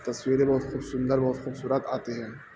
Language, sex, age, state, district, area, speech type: Urdu, male, 18-30, Bihar, Gaya, urban, spontaneous